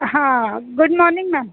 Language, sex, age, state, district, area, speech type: Marathi, female, 30-45, Maharashtra, Buldhana, urban, conversation